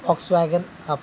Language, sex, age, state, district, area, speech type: Telugu, male, 18-30, Andhra Pradesh, Nandyal, urban, spontaneous